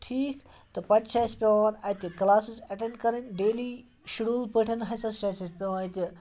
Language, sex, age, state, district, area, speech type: Kashmiri, male, 30-45, Jammu and Kashmir, Ganderbal, rural, spontaneous